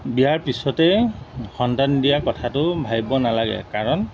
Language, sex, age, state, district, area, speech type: Assamese, male, 45-60, Assam, Golaghat, rural, spontaneous